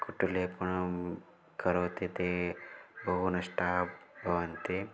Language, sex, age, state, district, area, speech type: Sanskrit, male, 18-30, Telangana, Karimnagar, urban, spontaneous